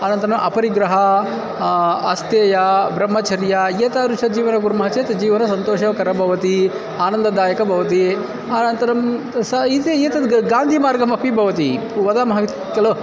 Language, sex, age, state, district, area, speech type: Sanskrit, male, 30-45, Karnataka, Bangalore Urban, urban, spontaneous